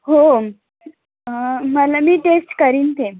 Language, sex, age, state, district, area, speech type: Marathi, female, 18-30, Maharashtra, Nagpur, urban, conversation